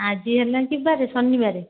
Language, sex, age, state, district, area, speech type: Odia, female, 45-60, Odisha, Dhenkanal, rural, conversation